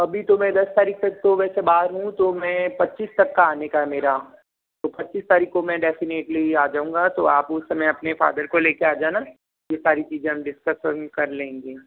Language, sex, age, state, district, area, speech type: Hindi, male, 60+, Rajasthan, Jodhpur, rural, conversation